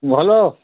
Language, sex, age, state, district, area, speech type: Odia, male, 45-60, Odisha, Kalahandi, rural, conversation